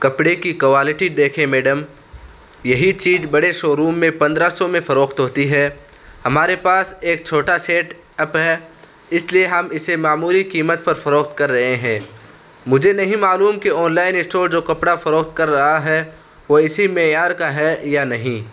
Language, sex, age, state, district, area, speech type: Urdu, male, 18-30, Uttar Pradesh, Saharanpur, urban, read